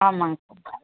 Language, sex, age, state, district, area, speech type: Tamil, male, 30-45, Tamil Nadu, Tenkasi, rural, conversation